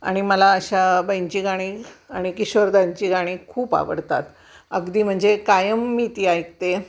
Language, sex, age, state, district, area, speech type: Marathi, female, 45-60, Maharashtra, Kolhapur, urban, spontaneous